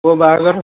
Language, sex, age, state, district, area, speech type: Odia, male, 60+, Odisha, Cuttack, urban, conversation